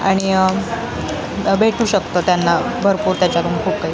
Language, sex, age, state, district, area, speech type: Marathi, female, 18-30, Maharashtra, Jalna, urban, spontaneous